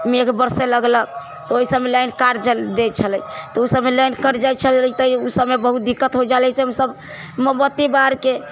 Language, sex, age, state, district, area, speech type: Maithili, female, 45-60, Bihar, Sitamarhi, urban, spontaneous